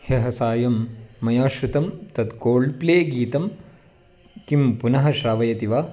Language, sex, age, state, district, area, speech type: Sanskrit, male, 18-30, Karnataka, Chikkamagaluru, rural, read